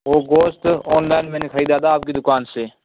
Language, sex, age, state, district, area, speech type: Urdu, male, 18-30, Uttar Pradesh, Saharanpur, urban, conversation